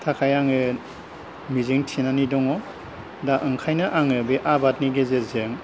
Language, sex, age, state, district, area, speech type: Bodo, male, 60+, Assam, Kokrajhar, rural, spontaneous